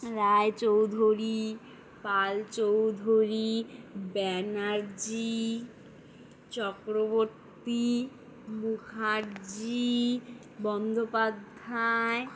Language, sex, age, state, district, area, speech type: Bengali, female, 18-30, West Bengal, Alipurduar, rural, spontaneous